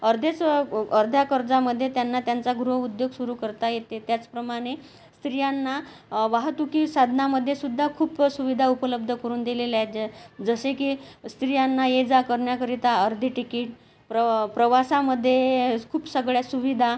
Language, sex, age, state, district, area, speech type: Marathi, female, 30-45, Maharashtra, Amravati, urban, spontaneous